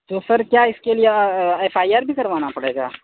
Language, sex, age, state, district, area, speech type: Urdu, male, 18-30, Delhi, South Delhi, urban, conversation